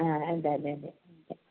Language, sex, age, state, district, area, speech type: Malayalam, female, 45-60, Kerala, Kasaragod, rural, conversation